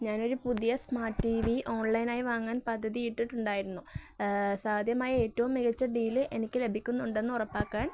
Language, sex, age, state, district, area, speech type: Malayalam, female, 18-30, Kerala, Kozhikode, rural, spontaneous